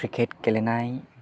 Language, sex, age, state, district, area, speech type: Bodo, male, 18-30, Assam, Chirang, urban, spontaneous